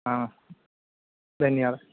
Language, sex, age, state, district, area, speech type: Sanskrit, male, 18-30, Kerala, Thiruvananthapuram, urban, conversation